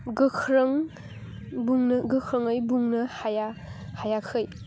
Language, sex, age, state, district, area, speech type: Bodo, female, 18-30, Assam, Udalguri, urban, spontaneous